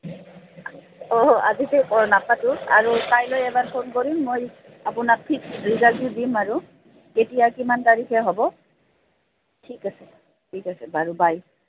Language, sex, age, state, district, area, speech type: Assamese, female, 45-60, Assam, Udalguri, rural, conversation